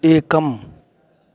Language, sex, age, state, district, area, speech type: Sanskrit, male, 18-30, Uttar Pradesh, Lucknow, urban, read